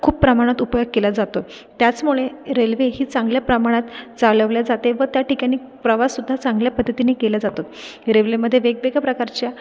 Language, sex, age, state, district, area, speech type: Marathi, female, 18-30, Maharashtra, Buldhana, urban, spontaneous